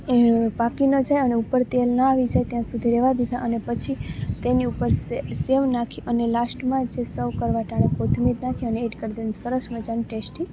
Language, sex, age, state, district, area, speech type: Gujarati, female, 18-30, Gujarat, Junagadh, rural, spontaneous